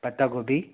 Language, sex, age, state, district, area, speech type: Hindi, male, 30-45, Madhya Pradesh, Bhopal, urban, conversation